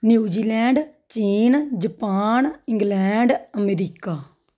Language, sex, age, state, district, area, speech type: Punjabi, female, 30-45, Punjab, Tarn Taran, rural, spontaneous